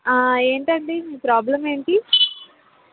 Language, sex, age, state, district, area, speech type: Telugu, female, 18-30, Andhra Pradesh, Palnadu, urban, conversation